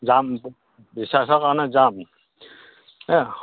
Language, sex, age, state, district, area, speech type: Assamese, male, 60+, Assam, Dhemaji, rural, conversation